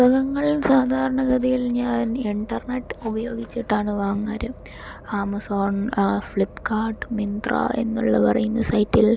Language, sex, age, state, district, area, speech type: Malayalam, female, 18-30, Kerala, Palakkad, urban, spontaneous